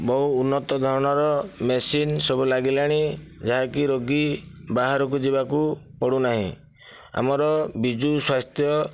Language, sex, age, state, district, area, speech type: Odia, male, 60+, Odisha, Nayagarh, rural, spontaneous